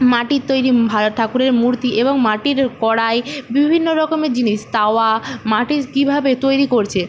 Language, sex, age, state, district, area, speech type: Bengali, female, 18-30, West Bengal, Purba Medinipur, rural, spontaneous